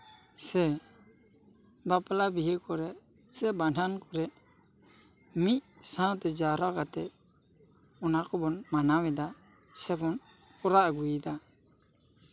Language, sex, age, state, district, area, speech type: Santali, male, 18-30, West Bengal, Bankura, rural, spontaneous